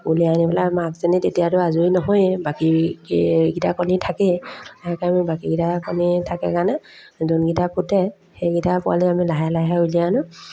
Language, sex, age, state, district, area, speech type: Assamese, female, 30-45, Assam, Majuli, urban, spontaneous